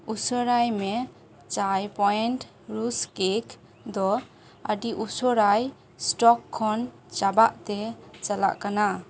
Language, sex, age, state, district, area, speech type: Santali, female, 18-30, West Bengal, Birbhum, rural, read